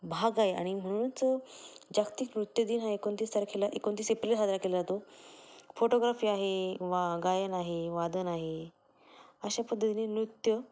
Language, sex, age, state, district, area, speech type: Marathi, female, 30-45, Maharashtra, Ahmednagar, rural, spontaneous